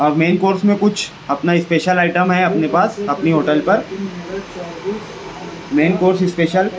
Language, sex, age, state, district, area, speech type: Urdu, male, 18-30, Maharashtra, Nashik, urban, spontaneous